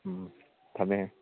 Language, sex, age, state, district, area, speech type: Manipuri, male, 30-45, Manipur, Chandel, rural, conversation